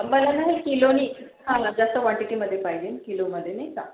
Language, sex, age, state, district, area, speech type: Marathi, female, 45-60, Maharashtra, Yavatmal, urban, conversation